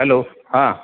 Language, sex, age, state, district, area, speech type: Marathi, male, 45-60, Maharashtra, Sindhudurg, rural, conversation